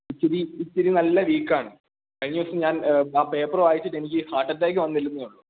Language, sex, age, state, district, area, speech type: Malayalam, male, 18-30, Kerala, Idukki, rural, conversation